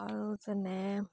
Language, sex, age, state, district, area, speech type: Assamese, female, 18-30, Assam, Charaideo, rural, spontaneous